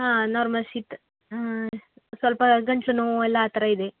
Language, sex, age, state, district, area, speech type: Kannada, female, 30-45, Karnataka, Udupi, rural, conversation